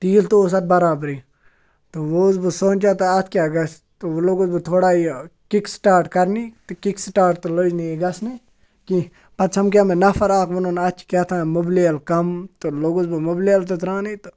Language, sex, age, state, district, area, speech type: Kashmiri, male, 18-30, Jammu and Kashmir, Kupwara, rural, spontaneous